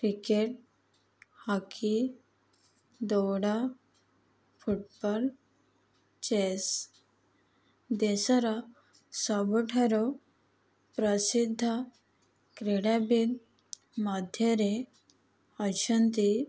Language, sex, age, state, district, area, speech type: Odia, female, 18-30, Odisha, Kandhamal, rural, spontaneous